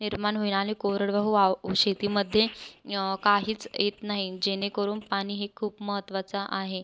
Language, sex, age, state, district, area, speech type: Marathi, female, 18-30, Maharashtra, Buldhana, rural, spontaneous